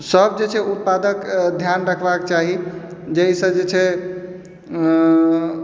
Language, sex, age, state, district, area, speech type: Maithili, male, 18-30, Bihar, Supaul, rural, spontaneous